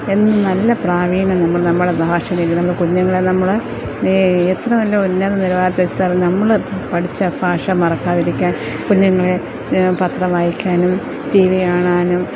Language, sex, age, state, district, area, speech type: Malayalam, female, 45-60, Kerala, Thiruvananthapuram, rural, spontaneous